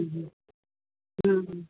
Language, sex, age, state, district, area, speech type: Urdu, female, 45-60, Uttar Pradesh, Rampur, urban, conversation